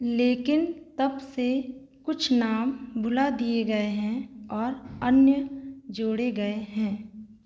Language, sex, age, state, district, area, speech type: Hindi, female, 30-45, Madhya Pradesh, Seoni, rural, read